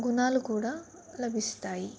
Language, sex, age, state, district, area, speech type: Telugu, female, 18-30, Telangana, Sangareddy, urban, spontaneous